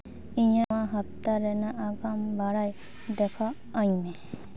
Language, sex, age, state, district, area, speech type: Santali, female, 18-30, West Bengal, Paschim Bardhaman, rural, read